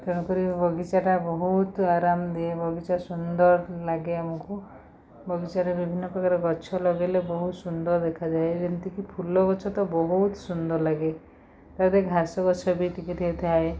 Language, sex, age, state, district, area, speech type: Odia, female, 45-60, Odisha, Rayagada, rural, spontaneous